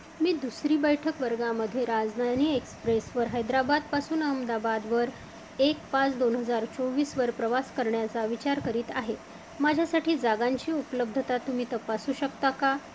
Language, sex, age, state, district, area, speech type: Marathi, female, 45-60, Maharashtra, Amravati, urban, read